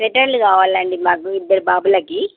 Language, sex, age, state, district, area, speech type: Telugu, female, 30-45, Telangana, Peddapalli, rural, conversation